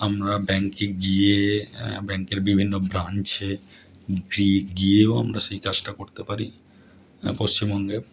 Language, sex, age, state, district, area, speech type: Bengali, male, 30-45, West Bengal, Howrah, urban, spontaneous